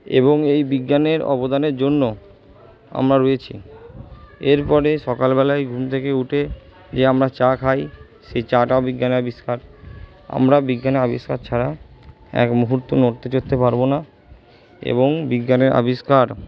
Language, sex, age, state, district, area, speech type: Bengali, male, 60+, West Bengal, Purba Bardhaman, urban, spontaneous